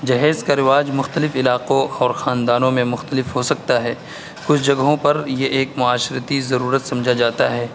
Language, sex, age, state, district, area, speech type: Urdu, male, 18-30, Uttar Pradesh, Saharanpur, urban, spontaneous